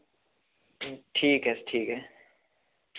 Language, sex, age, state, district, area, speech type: Hindi, male, 18-30, Uttar Pradesh, Varanasi, urban, conversation